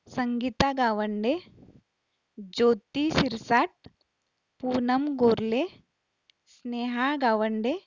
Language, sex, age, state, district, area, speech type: Marathi, female, 30-45, Maharashtra, Akola, urban, spontaneous